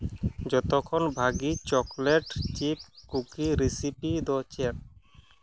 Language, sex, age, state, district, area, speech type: Santali, male, 30-45, West Bengal, Malda, rural, read